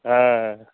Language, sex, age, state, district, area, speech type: Assamese, male, 30-45, Assam, Darrang, rural, conversation